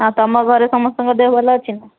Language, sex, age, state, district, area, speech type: Odia, female, 30-45, Odisha, Sambalpur, rural, conversation